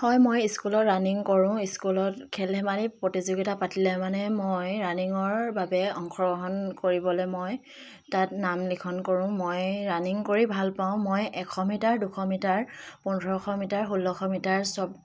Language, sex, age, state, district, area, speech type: Assamese, female, 18-30, Assam, Dibrugarh, rural, spontaneous